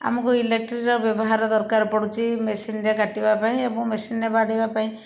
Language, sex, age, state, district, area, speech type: Odia, female, 30-45, Odisha, Bhadrak, rural, spontaneous